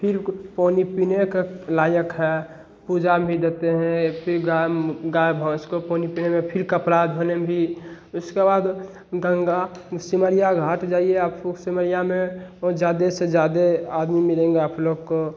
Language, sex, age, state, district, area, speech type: Hindi, male, 18-30, Bihar, Begusarai, rural, spontaneous